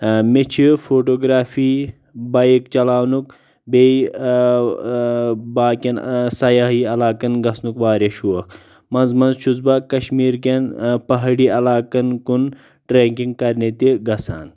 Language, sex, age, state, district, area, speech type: Kashmiri, male, 30-45, Jammu and Kashmir, Shopian, rural, spontaneous